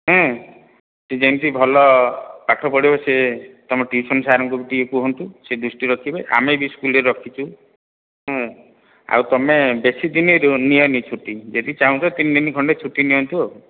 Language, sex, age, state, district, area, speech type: Odia, male, 60+, Odisha, Khordha, rural, conversation